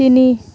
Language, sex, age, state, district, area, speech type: Assamese, female, 18-30, Assam, Kamrup Metropolitan, rural, read